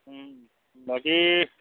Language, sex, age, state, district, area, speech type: Assamese, male, 30-45, Assam, Charaideo, urban, conversation